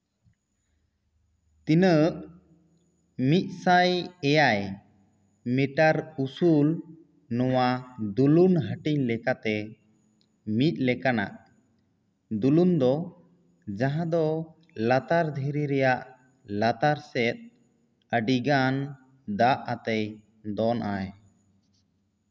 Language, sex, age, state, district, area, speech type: Santali, male, 18-30, West Bengal, Bankura, rural, read